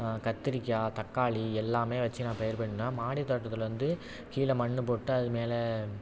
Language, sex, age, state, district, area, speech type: Tamil, male, 30-45, Tamil Nadu, Thanjavur, urban, spontaneous